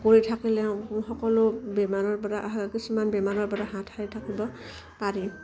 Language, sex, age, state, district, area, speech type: Assamese, female, 45-60, Assam, Udalguri, rural, spontaneous